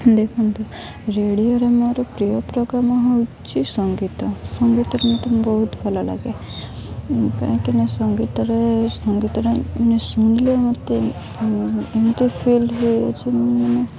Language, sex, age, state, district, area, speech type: Odia, female, 18-30, Odisha, Malkangiri, urban, spontaneous